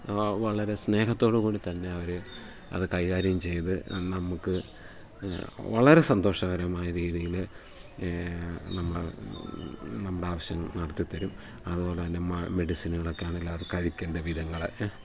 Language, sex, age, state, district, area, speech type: Malayalam, male, 45-60, Kerala, Kottayam, rural, spontaneous